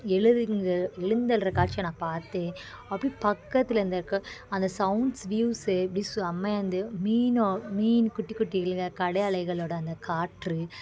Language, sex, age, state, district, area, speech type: Tamil, female, 18-30, Tamil Nadu, Madurai, urban, spontaneous